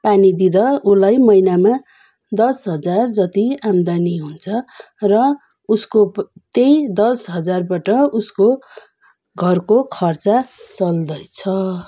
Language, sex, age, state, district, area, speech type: Nepali, female, 45-60, West Bengal, Darjeeling, rural, spontaneous